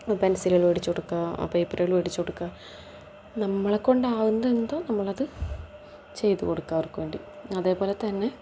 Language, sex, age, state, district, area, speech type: Malayalam, female, 18-30, Kerala, Palakkad, rural, spontaneous